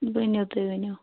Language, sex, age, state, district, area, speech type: Kashmiri, female, 18-30, Jammu and Kashmir, Shopian, rural, conversation